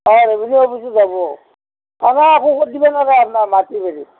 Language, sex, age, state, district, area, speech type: Assamese, male, 60+, Assam, Kamrup Metropolitan, urban, conversation